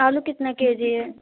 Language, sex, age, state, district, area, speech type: Hindi, female, 18-30, Uttar Pradesh, Azamgarh, urban, conversation